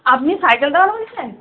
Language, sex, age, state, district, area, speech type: Bengali, female, 18-30, West Bengal, Uttar Dinajpur, rural, conversation